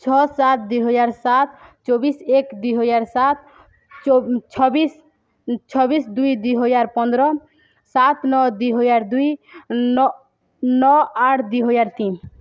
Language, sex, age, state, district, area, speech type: Odia, female, 18-30, Odisha, Balangir, urban, spontaneous